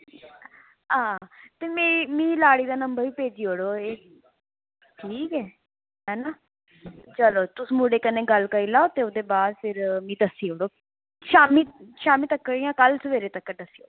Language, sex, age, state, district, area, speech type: Dogri, female, 30-45, Jammu and Kashmir, Reasi, rural, conversation